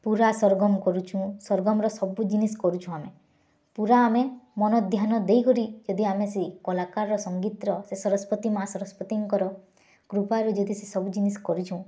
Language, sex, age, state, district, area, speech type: Odia, female, 18-30, Odisha, Bargarh, urban, spontaneous